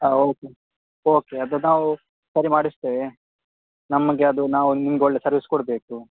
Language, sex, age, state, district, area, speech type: Kannada, male, 30-45, Karnataka, Udupi, rural, conversation